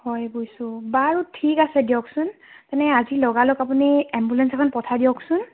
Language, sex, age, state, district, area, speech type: Assamese, female, 18-30, Assam, Sonitpur, rural, conversation